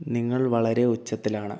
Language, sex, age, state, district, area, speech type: Malayalam, male, 18-30, Kerala, Wayanad, rural, read